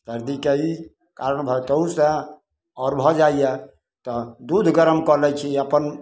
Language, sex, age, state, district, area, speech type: Maithili, male, 60+, Bihar, Samastipur, rural, spontaneous